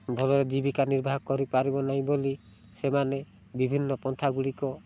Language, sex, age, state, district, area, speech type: Odia, male, 45-60, Odisha, Rayagada, rural, spontaneous